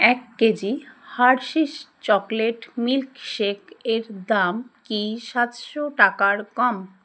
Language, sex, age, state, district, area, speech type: Bengali, female, 30-45, West Bengal, Dakshin Dinajpur, urban, read